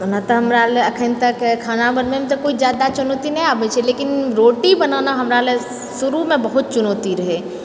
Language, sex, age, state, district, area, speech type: Maithili, female, 45-60, Bihar, Purnia, rural, spontaneous